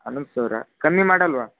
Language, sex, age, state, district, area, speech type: Kannada, male, 18-30, Karnataka, Gadag, rural, conversation